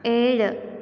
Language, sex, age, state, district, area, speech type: Malayalam, female, 18-30, Kerala, Kottayam, rural, read